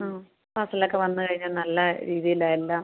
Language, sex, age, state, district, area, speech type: Malayalam, female, 30-45, Kerala, Alappuzha, rural, conversation